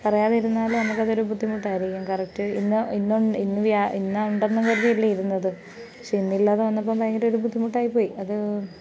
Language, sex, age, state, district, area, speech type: Malayalam, female, 18-30, Kerala, Pathanamthitta, rural, spontaneous